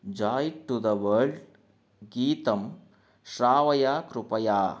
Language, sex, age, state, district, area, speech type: Sanskrit, male, 45-60, Karnataka, Chamarajanagar, urban, read